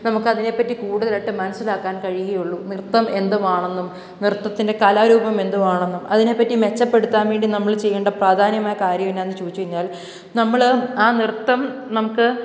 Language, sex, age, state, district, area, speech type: Malayalam, female, 18-30, Kerala, Pathanamthitta, rural, spontaneous